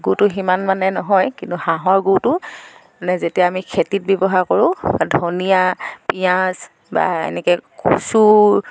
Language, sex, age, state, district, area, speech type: Assamese, female, 60+, Assam, Dibrugarh, rural, spontaneous